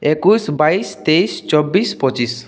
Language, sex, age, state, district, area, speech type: Bengali, male, 30-45, West Bengal, Purulia, urban, spontaneous